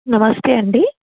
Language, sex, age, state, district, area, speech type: Telugu, female, 30-45, Andhra Pradesh, N T Rama Rao, rural, conversation